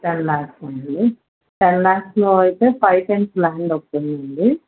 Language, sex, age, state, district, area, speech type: Telugu, female, 45-60, Andhra Pradesh, Bapatla, rural, conversation